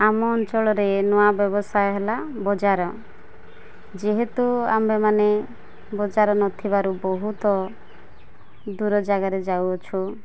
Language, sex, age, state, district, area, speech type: Odia, female, 45-60, Odisha, Malkangiri, urban, spontaneous